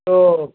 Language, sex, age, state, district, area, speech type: Urdu, male, 18-30, Maharashtra, Nashik, urban, conversation